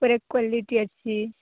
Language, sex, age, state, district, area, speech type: Odia, female, 18-30, Odisha, Koraput, urban, conversation